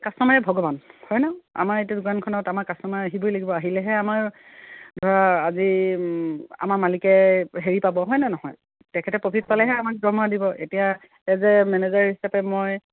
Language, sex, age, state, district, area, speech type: Assamese, female, 30-45, Assam, Dibrugarh, urban, conversation